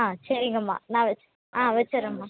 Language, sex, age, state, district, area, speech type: Tamil, female, 18-30, Tamil Nadu, Vellore, urban, conversation